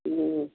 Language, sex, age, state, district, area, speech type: Maithili, female, 45-60, Bihar, Darbhanga, rural, conversation